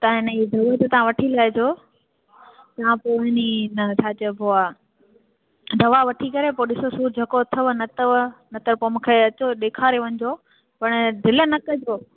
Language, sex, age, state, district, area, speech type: Sindhi, female, 18-30, Gujarat, Junagadh, urban, conversation